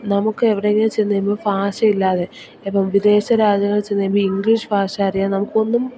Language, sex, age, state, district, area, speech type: Malayalam, female, 18-30, Kerala, Idukki, rural, spontaneous